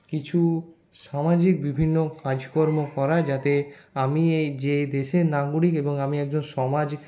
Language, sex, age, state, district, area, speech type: Bengali, male, 60+, West Bengal, Paschim Bardhaman, urban, spontaneous